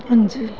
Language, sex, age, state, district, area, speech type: Punjabi, female, 45-60, Punjab, Gurdaspur, urban, spontaneous